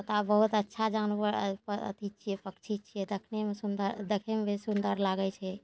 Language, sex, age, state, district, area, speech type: Maithili, female, 60+, Bihar, Araria, rural, spontaneous